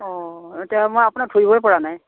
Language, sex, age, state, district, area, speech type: Assamese, female, 60+, Assam, Udalguri, rural, conversation